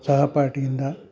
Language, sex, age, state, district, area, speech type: Kannada, male, 60+, Karnataka, Chikkamagaluru, rural, spontaneous